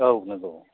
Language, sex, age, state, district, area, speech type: Bodo, male, 30-45, Assam, Chirang, urban, conversation